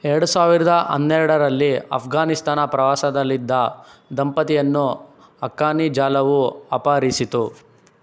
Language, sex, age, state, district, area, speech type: Kannada, male, 18-30, Karnataka, Chikkaballapur, rural, read